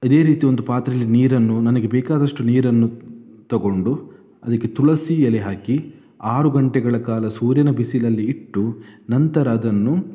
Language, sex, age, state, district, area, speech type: Kannada, male, 18-30, Karnataka, Udupi, rural, spontaneous